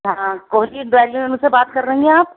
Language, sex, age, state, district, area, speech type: Urdu, female, 60+, Delhi, Central Delhi, urban, conversation